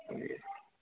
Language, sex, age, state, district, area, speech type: Urdu, male, 30-45, Uttar Pradesh, Gautam Buddha Nagar, rural, conversation